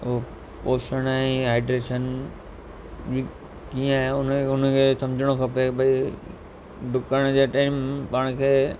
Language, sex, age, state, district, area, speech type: Sindhi, male, 45-60, Gujarat, Kutch, rural, spontaneous